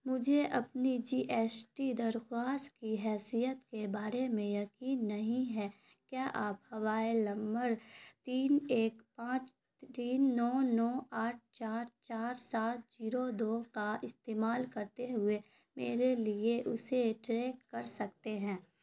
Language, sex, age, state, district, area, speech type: Urdu, female, 18-30, Bihar, Khagaria, rural, read